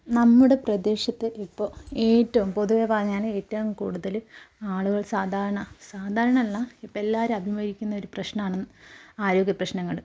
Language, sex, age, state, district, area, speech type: Malayalam, female, 18-30, Kerala, Kasaragod, rural, spontaneous